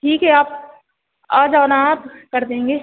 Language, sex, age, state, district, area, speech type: Hindi, female, 18-30, Madhya Pradesh, Narsinghpur, rural, conversation